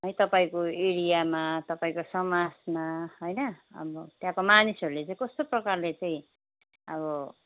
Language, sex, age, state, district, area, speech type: Nepali, female, 45-60, West Bengal, Jalpaiguri, rural, conversation